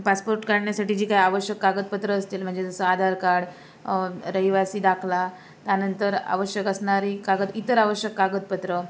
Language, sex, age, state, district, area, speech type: Marathi, female, 18-30, Maharashtra, Sindhudurg, rural, spontaneous